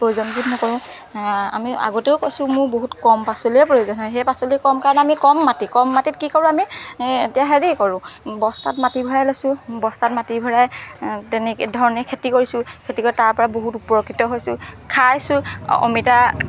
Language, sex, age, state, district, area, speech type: Assamese, female, 30-45, Assam, Golaghat, urban, spontaneous